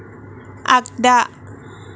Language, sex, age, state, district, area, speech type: Bodo, female, 18-30, Assam, Kokrajhar, rural, read